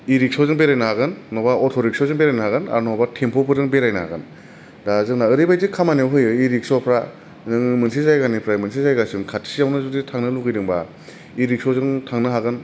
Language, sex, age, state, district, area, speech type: Bodo, male, 30-45, Assam, Kokrajhar, urban, spontaneous